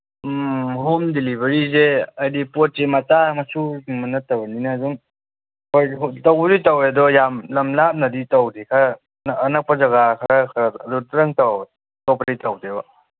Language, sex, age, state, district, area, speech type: Manipuri, male, 18-30, Manipur, Kangpokpi, urban, conversation